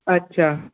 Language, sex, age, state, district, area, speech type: Urdu, male, 18-30, Maharashtra, Nashik, urban, conversation